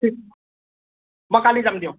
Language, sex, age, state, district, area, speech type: Assamese, male, 18-30, Assam, Nalbari, rural, conversation